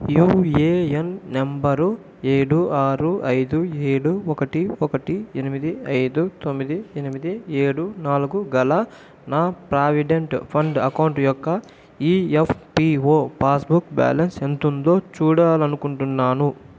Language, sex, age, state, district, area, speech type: Telugu, male, 18-30, Andhra Pradesh, Chittoor, rural, read